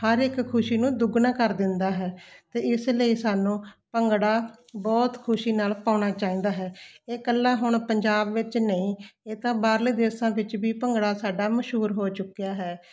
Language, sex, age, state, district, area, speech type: Punjabi, female, 60+, Punjab, Barnala, rural, spontaneous